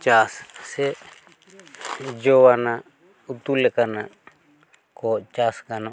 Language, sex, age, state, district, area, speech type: Santali, male, 45-60, Jharkhand, East Singhbhum, rural, spontaneous